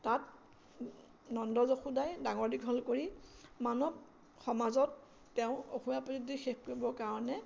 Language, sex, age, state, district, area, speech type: Assamese, female, 60+, Assam, Majuli, urban, spontaneous